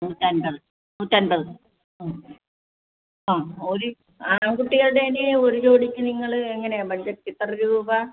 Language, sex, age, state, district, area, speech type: Malayalam, female, 60+, Kerala, Alappuzha, rural, conversation